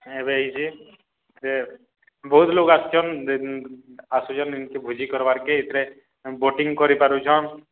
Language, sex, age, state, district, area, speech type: Odia, male, 30-45, Odisha, Balangir, urban, conversation